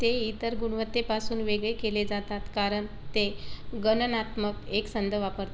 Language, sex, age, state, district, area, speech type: Marathi, female, 18-30, Maharashtra, Buldhana, rural, read